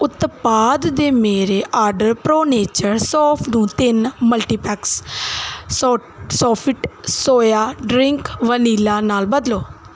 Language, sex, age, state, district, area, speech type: Punjabi, female, 18-30, Punjab, Gurdaspur, rural, read